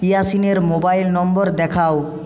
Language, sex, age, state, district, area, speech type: Bengali, male, 30-45, West Bengal, Jhargram, rural, read